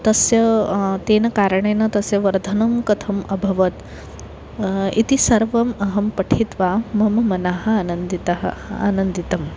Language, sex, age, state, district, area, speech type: Sanskrit, female, 30-45, Maharashtra, Nagpur, urban, spontaneous